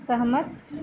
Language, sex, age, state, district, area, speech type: Hindi, female, 45-60, Uttar Pradesh, Azamgarh, urban, read